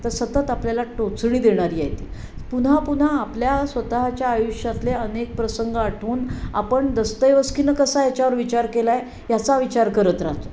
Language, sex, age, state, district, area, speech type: Marathi, female, 60+, Maharashtra, Sangli, urban, spontaneous